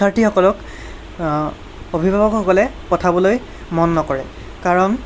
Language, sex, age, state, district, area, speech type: Assamese, male, 18-30, Assam, Nagaon, rural, spontaneous